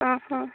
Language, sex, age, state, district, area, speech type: Odia, female, 45-60, Odisha, Angul, rural, conversation